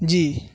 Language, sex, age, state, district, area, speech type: Urdu, male, 18-30, Uttar Pradesh, Saharanpur, urban, spontaneous